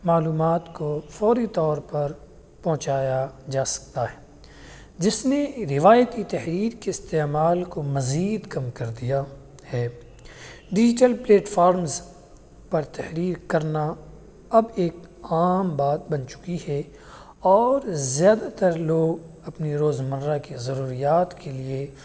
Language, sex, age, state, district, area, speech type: Urdu, male, 18-30, Uttar Pradesh, Muzaffarnagar, urban, spontaneous